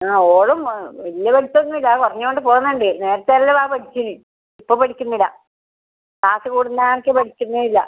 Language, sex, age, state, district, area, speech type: Malayalam, female, 60+, Kerala, Kasaragod, rural, conversation